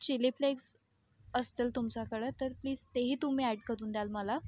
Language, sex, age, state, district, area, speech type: Marathi, female, 18-30, Maharashtra, Nagpur, urban, spontaneous